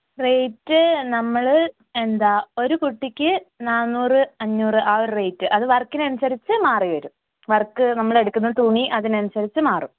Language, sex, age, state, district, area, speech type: Malayalam, female, 18-30, Kerala, Wayanad, rural, conversation